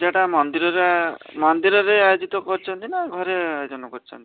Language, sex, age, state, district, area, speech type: Odia, male, 30-45, Odisha, Puri, urban, conversation